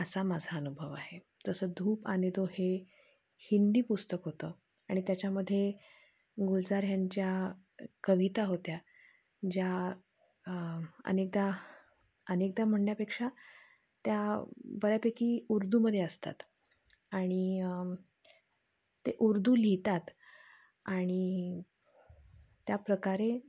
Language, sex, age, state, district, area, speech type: Marathi, female, 30-45, Maharashtra, Satara, urban, spontaneous